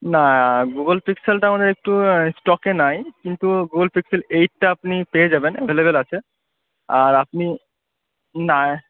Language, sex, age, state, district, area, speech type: Bengali, male, 18-30, West Bengal, Murshidabad, urban, conversation